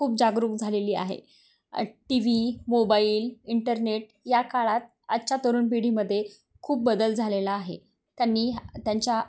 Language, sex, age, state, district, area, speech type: Marathi, female, 30-45, Maharashtra, Osmanabad, rural, spontaneous